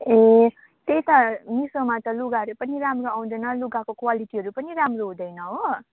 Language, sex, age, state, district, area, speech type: Nepali, female, 18-30, West Bengal, Darjeeling, rural, conversation